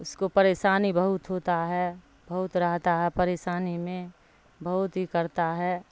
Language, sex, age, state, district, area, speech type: Urdu, female, 60+, Bihar, Darbhanga, rural, spontaneous